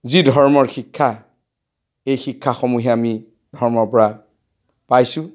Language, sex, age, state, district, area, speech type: Assamese, male, 45-60, Assam, Golaghat, urban, spontaneous